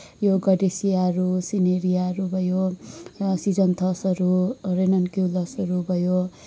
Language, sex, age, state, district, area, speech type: Nepali, female, 18-30, West Bengal, Kalimpong, rural, spontaneous